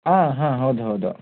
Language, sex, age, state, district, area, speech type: Kannada, male, 18-30, Karnataka, Shimoga, urban, conversation